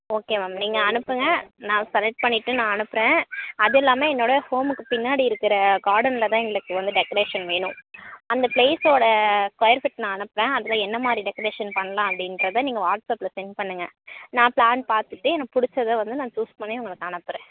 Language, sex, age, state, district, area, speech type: Tamil, female, 18-30, Tamil Nadu, Tiruvarur, rural, conversation